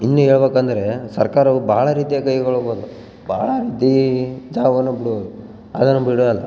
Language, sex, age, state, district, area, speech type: Kannada, male, 18-30, Karnataka, Bellary, rural, spontaneous